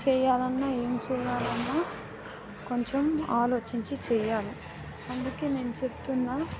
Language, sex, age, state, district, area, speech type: Telugu, female, 30-45, Telangana, Vikarabad, rural, spontaneous